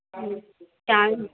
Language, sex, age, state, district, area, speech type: Urdu, female, 30-45, Uttar Pradesh, Mau, urban, conversation